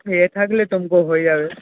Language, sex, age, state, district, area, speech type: Bengali, male, 18-30, West Bengal, Darjeeling, rural, conversation